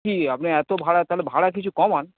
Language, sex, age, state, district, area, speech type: Bengali, male, 45-60, West Bengal, Dakshin Dinajpur, rural, conversation